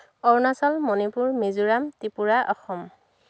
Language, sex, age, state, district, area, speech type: Assamese, female, 30-45, Assam, Dhemaji, urban, spontaneous